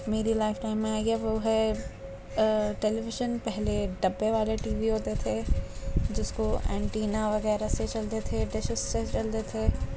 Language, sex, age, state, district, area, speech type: Urdu, male, 18-30, Delhi, Central Delhi, urban, spontaneous